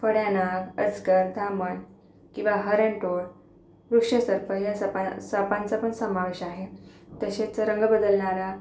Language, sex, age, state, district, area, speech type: Marathi, female, 30-45, Maharashtra, Akola, urban, spontaneous